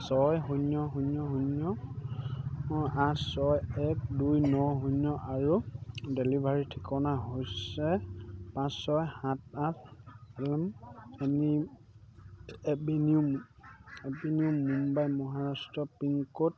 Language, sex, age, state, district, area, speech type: Assamese, male, 18-30, Assam, Sivasagar, rural, read